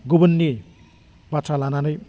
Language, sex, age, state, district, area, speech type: Bodo, male, 60+, Assam, Udalguri, urban, spontaneous